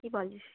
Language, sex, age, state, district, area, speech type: Bengali, female, 18-30, West Bengal, Purulia, urban, conversation